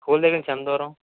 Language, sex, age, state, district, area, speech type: Telugu, male, 18-30, Andhra Pradesh, Krishna, rural, conversation